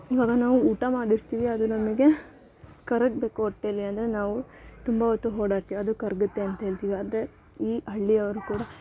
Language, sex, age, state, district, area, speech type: Kannada, female, 18-30, Karnataka, Chikkamagaluru, rural, spontaneous